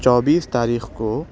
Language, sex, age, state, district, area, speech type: Urdu, male, 18-30, Delhi, South Delhi, urban, spontaneous